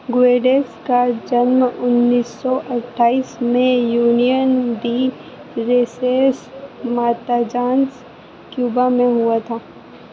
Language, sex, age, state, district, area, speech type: Hindi, female, 18-30, Madhya Pradesh, Harda, urban, read